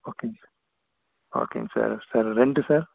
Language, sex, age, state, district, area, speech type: Tamil, male, 18-30, Tamil Nadu, Erode, rural, conversation